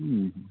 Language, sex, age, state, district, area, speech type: Santali, male, 45-60, Odisha, Mayurbhanj, rural, conversation